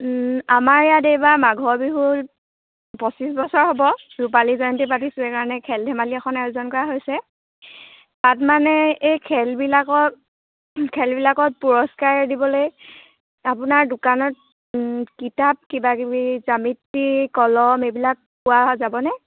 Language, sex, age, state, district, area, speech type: Assamese, female, 18-30, Assam, Sivasagar, rural, conversation